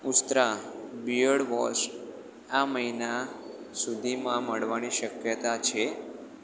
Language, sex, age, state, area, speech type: Gujarati, male, 18-30, Gujarat, rural, read